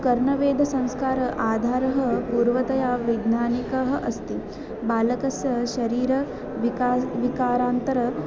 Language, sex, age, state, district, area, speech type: Sanskrit, female, 18-30, Maharashtra, Wardha, urban, spontaneous